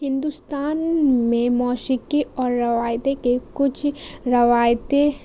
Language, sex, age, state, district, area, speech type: Urdu, female, 18-30, Bihar, Khagaria, urban, spontaneous